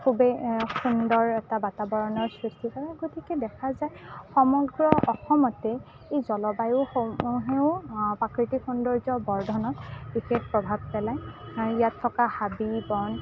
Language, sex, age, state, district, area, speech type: Assamese, female, 18-30, Assam, Kamrup Metropolitan, urban, spontaneous